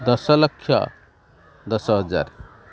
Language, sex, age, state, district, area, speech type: Odia, male, 45-60, Odisha, Kendrapara, urban, spontaneous